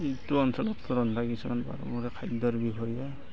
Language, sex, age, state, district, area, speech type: Assamese, male, 30-45, Assam, Barpeta, rural, spontaneous